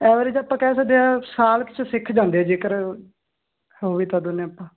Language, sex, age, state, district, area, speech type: Punjabi, male, 18-30, Punjab, Muktsar, urban, conversation